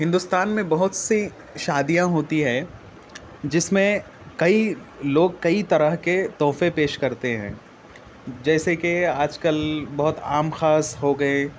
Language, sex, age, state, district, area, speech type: Urdu, male, 18-30, Telangana, Hyderabad, urban, spontaneous